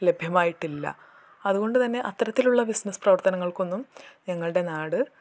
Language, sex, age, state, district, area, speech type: Malayalam, female, 18-30, Kerala, Malappuram, urban, spontaneous